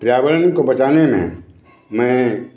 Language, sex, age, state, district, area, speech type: Hindi, male, 60+, Bihar, Begusarai, rural, spontaneous